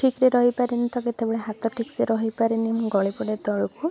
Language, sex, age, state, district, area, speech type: Odia, female, 18-30, Odisha, Puri, urban, spontaneous